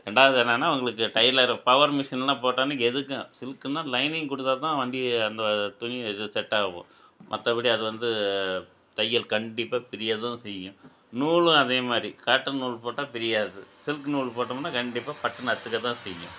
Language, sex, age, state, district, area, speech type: Tamil, male, 60+, Tamil Nadu, Tiruchirappalli, rural, spontaneous